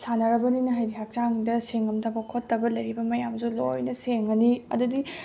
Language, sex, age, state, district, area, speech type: Manipuri, female, 18-30, Manipur, Bishnupur, rural, spontaneous